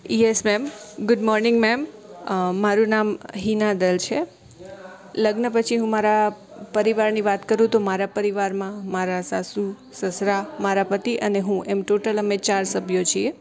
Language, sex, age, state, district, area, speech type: Gujarati, female, 18-30, Gujarat, Morbi, urban, spontaneous